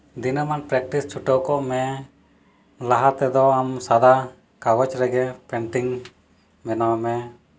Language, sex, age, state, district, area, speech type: Santali, male, 30-45, Jharkhand, East Singhbhum, rural, spontaneous